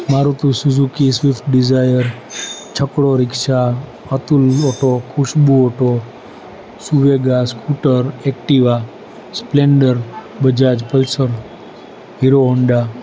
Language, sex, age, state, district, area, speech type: Gujarati, male, 45-60, Gujarat, Rajkot, urban, spontaneous